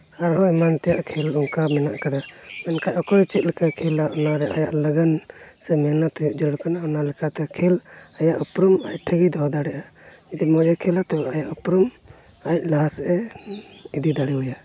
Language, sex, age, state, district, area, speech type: Santali, male, 30-45, Jharkhand, Pakur, rural, spontaneous